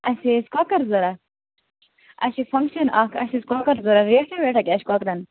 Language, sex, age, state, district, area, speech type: Kashmiri, female, 45-60, Jammu and Kashmir, Srinagar, urban, conversation